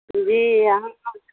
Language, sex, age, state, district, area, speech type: Urdu, female, 60+, Bihar, Khagaria, rural, conversation